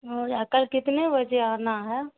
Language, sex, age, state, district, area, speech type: Urdu, female, 18-30, Bihar, Saharsa, rural, conversation